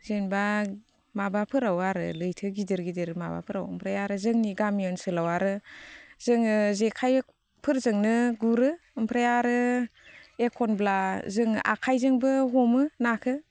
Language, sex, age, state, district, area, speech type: Bodo, female, 30-45, Assam, Baksa, rural, spontaneous